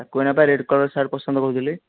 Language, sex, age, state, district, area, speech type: Odia, male, 30-45, Odisha, Nayagarh, rural, conversation